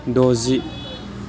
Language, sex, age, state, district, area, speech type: Bodo, male, 18-30, Assam, Chirang, rural, spontaneous